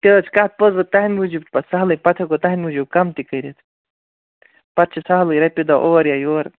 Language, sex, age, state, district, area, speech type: Kashmiri, female, 18-30, Jammu and Kashmir, Baramulla, rural, conversation